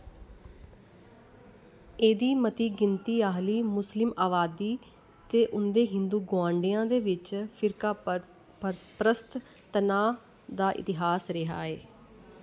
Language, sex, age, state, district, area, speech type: Dogri, female, 30-45, Jammu and Kashmir, Kathua, rural, read